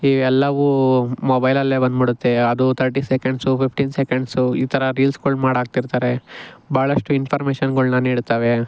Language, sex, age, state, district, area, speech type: Kannada, male, 18-30, Karnataka, Chikkaballapur, rural, spontaneous